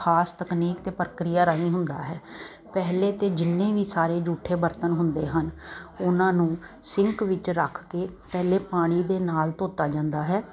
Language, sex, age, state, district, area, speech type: Punjabi, female, 30-45, Punjab, Kapurthala, urban, spontaneous